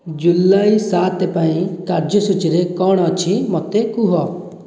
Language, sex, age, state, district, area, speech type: Odia, male, 18-30, Odisha, Khordha, rural, read